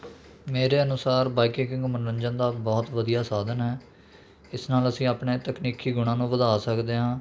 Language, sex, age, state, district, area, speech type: Punjabi, male, 18-30, Punjab, Rupnagar, rural, spontaneous